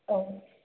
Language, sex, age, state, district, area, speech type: Bodo, female, 18-30, Assam, Chirang, urban, conversation